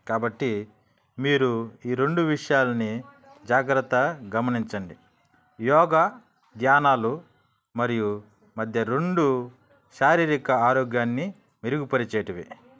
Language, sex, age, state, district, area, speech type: Telugu, male, 30-45, Andhra Pradesh, Sri Balaji, rural, spontaneous